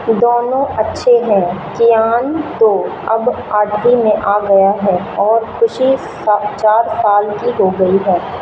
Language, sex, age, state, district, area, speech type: Hindi, female, 18-30, Madhya Pradesh, Seoni, urban, read